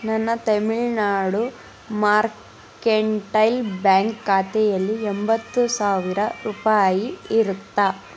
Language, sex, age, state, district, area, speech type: Kannada, female, 18-30, Karnataka, Tumkur, rural, read